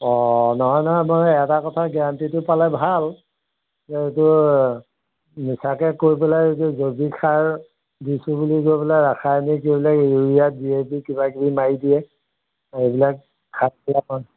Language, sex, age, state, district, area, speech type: Assamese, male, 60+, Assam, Golaghat, rural, conversation